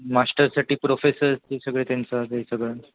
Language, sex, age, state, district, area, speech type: Marathi, male, 18-30, Maharashtra, Ratnagiri, rural, conversation